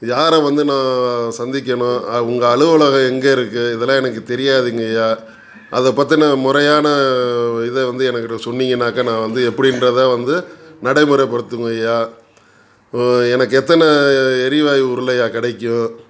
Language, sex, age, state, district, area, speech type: Tamil, male, 60+, Tamil Nadu, Tiruchirappalli, urban, spontaneous